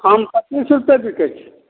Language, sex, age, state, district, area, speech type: Maithili, male, 60+, Bihar, Begusarai, rural, conversation